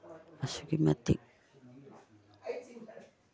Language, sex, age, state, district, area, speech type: Manipuri, female, 60+, Manipur, Imphal East, rural, spontaneous